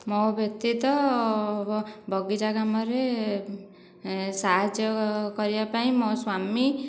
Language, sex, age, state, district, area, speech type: Odia, female, 30-45, Odisha, Dhenkanal, rural, spontaneous